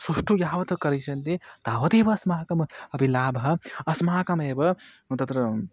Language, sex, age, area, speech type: Sanskrit, male, 18-30, rural, spontaneous